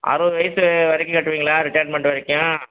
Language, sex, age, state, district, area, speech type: Tamil, male, 45-60, Tamil Nadu, Pudukkottai, rural, conversation